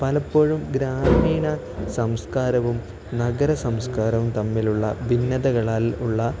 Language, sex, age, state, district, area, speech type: Malayalam, male, 18-30, Kerala, Kozhikode, rural, spontaneous